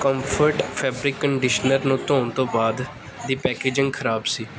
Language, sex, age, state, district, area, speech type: Punjabi, male, 18-30, Punjab, Pathankot, rural, read